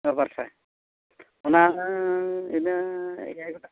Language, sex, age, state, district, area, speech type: Santali, male, 45-60, Odisha, Mayurbhanj, rural, conversation